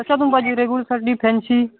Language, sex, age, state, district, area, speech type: Marathi, male, 18-30, Maharashtra, Hingoli, urban, conversation